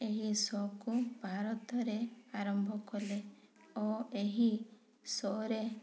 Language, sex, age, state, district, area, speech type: Odia, female, 30-45, Odisha, Mayurbhanj, rural, spontaneous